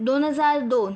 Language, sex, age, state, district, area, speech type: Marathi, female, 18-30, Maharashtra, Yavatmal, rural, spontaneous